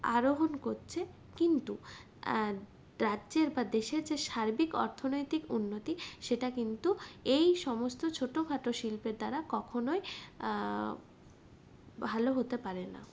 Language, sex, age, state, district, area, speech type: Bengali, female, 45-60, West Bengal, Purulia, urban, spontaneous